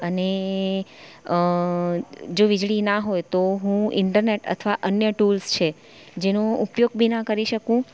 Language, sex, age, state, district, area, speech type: Gujarati, female, 30-45, Gujarat, Valsad, rural, spontaneous